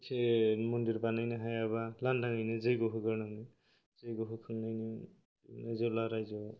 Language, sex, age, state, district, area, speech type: Bodo, male, 45-60, Assam, Kokrajhar, rural, spontaneous